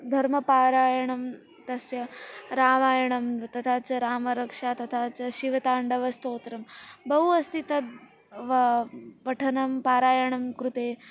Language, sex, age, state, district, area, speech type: Sanskrit, female, 18-30, Maharashtra, Nagpur, urban, spontaneous